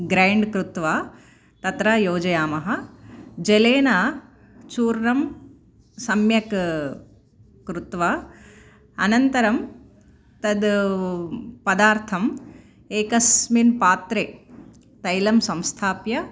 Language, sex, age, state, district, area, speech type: Sanskrit, female, 45-60, Telangana, Bhadradri Kothagudem, urban, spontaneous